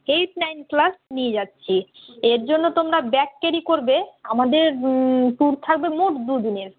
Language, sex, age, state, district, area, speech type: Bengali, female, 18-30, West Bengal, Malda, urban, conversation